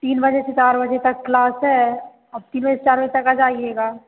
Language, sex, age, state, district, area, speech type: Hindi, female, 18-30, Madhya Pradesh, Hoshangabad, rural, conversation